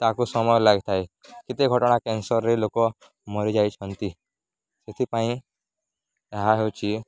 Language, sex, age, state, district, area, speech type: Odia, male, 18-30, Odisha, Nuapada, rural, spontaneous